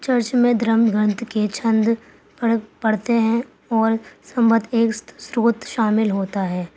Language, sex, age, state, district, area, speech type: Urdu, female, 18-30, Uttar Pradesh, Gautam Buddha Nagar, urban, spontaneous